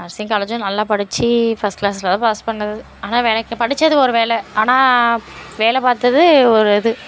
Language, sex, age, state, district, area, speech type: Tamil, female, 30-45, Tamil Nadu, Thanjavur, urban, spontaneous